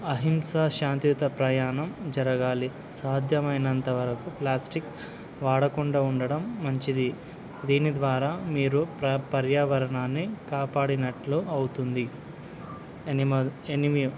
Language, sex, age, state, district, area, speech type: Telugu, male, 18-30, Andhra Pradesh, Nandyal, urban, spontaneous